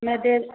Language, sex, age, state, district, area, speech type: Hindi, female, 30-45, Uttar Pradesh, Prayagraj, rural, conversation